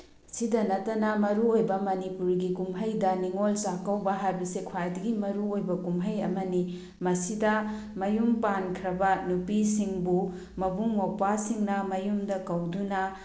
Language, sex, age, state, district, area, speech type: Manipuri, female, 45-60, Manipur, Bishnupur, rural, spontaneous